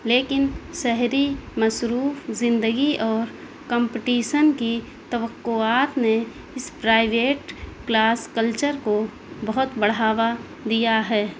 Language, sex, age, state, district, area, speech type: Urdu, female, 18-30, Delhi, South Delhi, rural, spontaneous